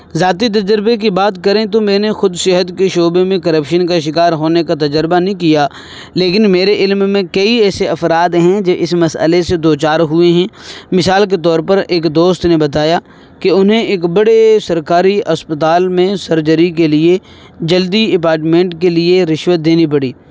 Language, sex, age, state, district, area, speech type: Urdu, male, 18-30, Uttar Pradesh, Saharanpur, urban, spontaneous